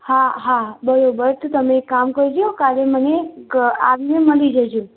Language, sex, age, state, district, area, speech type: Gujarati, female, 18-30, Gujarat, Mehsana, rural, conversation